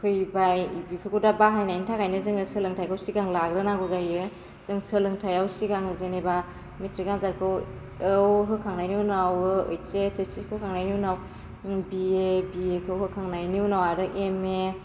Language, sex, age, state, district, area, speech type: Bodo, female, 18-30, Assam, Baksa, rural, spontaneous